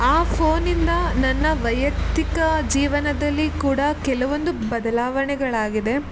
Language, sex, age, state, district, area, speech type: Kannada, female, 18-30, Karnataka, Tumkur, urban, spontaneous